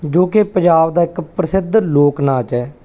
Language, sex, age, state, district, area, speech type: Punjabi, male, 30-45, Punjab, Mansa, urban, spontaneous